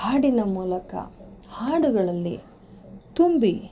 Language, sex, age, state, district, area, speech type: Kannada, female, 45-60, Karnataka, Mysore, urban, spontaneous